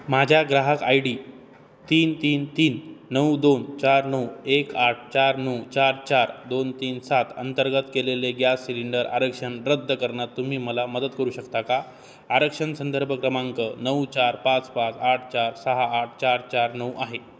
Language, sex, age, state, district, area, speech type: Marathi, male, 18-30, Maharashtra, Jalna, urban, read